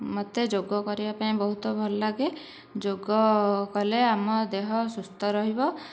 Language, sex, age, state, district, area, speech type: Odia, female, 30-45, Odisha, Dhenkanal, rural, spontaneous